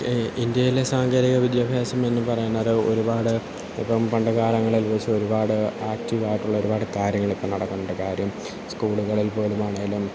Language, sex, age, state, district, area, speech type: Malayalam, male, 18-30, Kerala, Kollam, rural, spontaneous